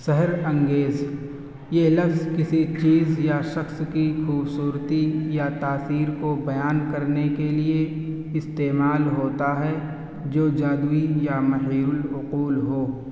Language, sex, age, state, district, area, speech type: Urdu, male, 18-30, Uttar Pradesh, Siddharthnagar, rural, spontaneous